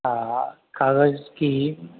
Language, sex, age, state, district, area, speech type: Maithili, male, 45-60, Bihar, Supaul, rural, conversation